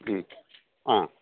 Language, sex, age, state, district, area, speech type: Malayalam, male, 60+, Kerala, Idukki, rural, conversation